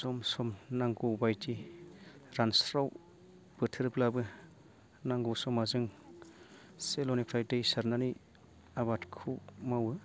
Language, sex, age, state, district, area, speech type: Bodo, male, 30-45, Assam, Baksa, urban, spontaneous